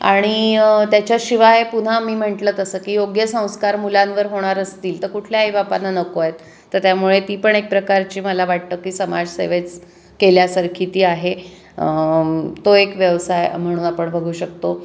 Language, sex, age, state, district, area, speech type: Marathi, female, 45-60, Maharashtra, Pune, urban, spontaneous